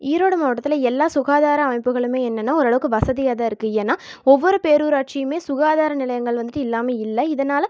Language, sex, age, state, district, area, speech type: Tamil, female, 18-30, Tamil Nadu, Erode, rural, spontaneous